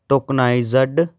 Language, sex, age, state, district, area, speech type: Punjabi, male, 18-30, Punjab, Patiala, urban, read